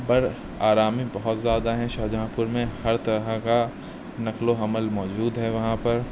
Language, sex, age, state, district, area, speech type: Urdu, male, 18-30, Uttar Pradesh, Shahjahanpur, rural, spontaneous